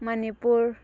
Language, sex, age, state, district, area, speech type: Manipuri, female, 18-30, Manipur, Thoubal, rural, spontaneous